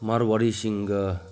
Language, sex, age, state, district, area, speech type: Manipuri, male, 30-45, Manipur, Senapati, rural, spontaneous